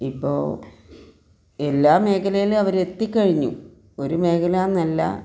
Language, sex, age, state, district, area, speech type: Malayalam, female, 45-60, Kerala, Palakkad, rural, spontaneous